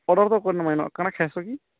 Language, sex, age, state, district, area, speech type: Odia, male, 18-30, Odisha, Balangir, urban, conversation